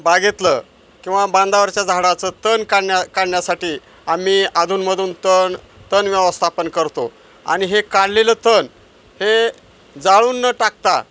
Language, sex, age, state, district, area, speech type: Marathi, male, 60+, Maharashtra, Osmanabad, rural, spontaneous